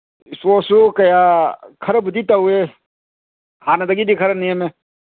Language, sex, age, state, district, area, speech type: Manipuri, male, 60+, Manipur, Kangpokpi, urban, conversation